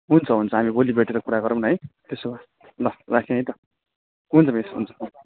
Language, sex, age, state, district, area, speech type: Nepali, male, 18-30, West Bengal, Darjeeling, rural, conversation